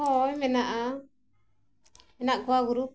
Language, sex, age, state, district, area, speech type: Santali, female, 45-60, Jharkhand, Bokaro, rural, spontaneous